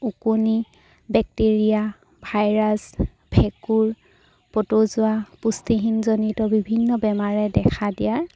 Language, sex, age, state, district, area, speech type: Assamese, female, 18-30, Assam, Charaideo, rural, spontaneous